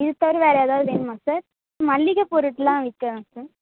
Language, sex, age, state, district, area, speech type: Tamil, female, 18-30, Tamil Nadu, Vellore, urban, conversation